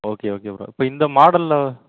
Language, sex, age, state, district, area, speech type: Tamil, male, 30-45, Tamil Nadu, Namakkal, rural, conversation